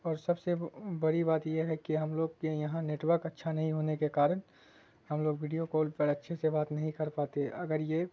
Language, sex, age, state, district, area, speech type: Urdu, male, 18-30, Bihar, Supaul, rural, spontaneous